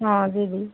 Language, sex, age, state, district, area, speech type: Odia, female, 45-60, Odisha, Sambalpur, rural, conversation